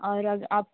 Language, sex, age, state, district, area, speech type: Hindi, female, 18-30, Uttar Pradesh, Jaunpur, rural, conversation